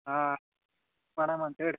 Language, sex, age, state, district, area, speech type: Kannada, male, 18-30, Karnataka, Bagalkot, rural, conversation